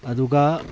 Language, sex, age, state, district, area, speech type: Manipuri, male, 30-45, Manipur, Kakching, rural, spontaneous